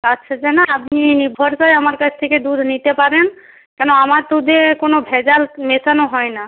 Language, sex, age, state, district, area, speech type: Bengali, female, 45-60, West Bengal, Jalpaiguri, rural, conversation